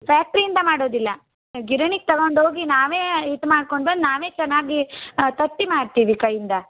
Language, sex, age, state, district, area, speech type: Kannada, female, 30-45, Karnataka, Shimoga, rural, conversation